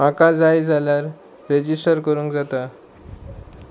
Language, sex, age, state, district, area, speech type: Goan Konkani, male, 30-45, Goa, Murmgao, rural, spontaneous